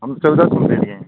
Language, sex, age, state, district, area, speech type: Hindi, male, 45-60, Madhya Pradesh, Seoni, urban, conversation